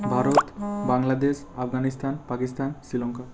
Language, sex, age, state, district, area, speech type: Bengali, male, 18-30, West Bengal, Bankura, urban, spontaneous